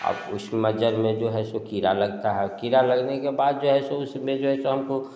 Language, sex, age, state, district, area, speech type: Hindi, male, 45-60, Bihar, Samastipur, urban, spontaneous